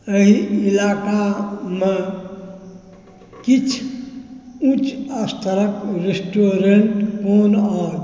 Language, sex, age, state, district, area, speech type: Maithili, male, 60+, Bihar, Supaul, rural, read